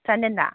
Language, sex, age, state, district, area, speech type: Manipuri, female, 18-30, Manipur, Chandel, rural, conversation